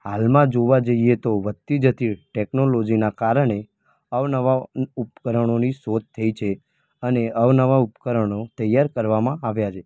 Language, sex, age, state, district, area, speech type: Gujarati, male, 18-30, Gujarat, Ahmedabad, urban, spontaneous